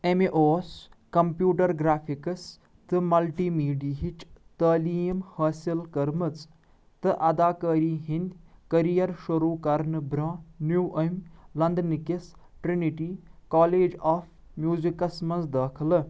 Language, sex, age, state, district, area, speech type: Kashmiri, male, 18-30, Jammu and Kashmir, Anantnag, rural, read